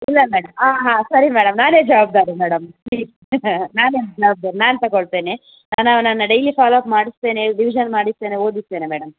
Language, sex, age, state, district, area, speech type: Kannada, female, 30-45, Karnataka, Udupi, rural, conversation